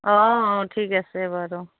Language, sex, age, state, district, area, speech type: Assamese, female, 45-60, Assam, Udalguri, rural, conversation